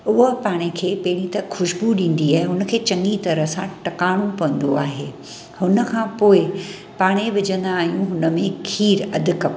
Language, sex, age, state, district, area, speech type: Sindhi, female, 45-60, Maharashtra, Mumbai Suburban, urban, spontaneous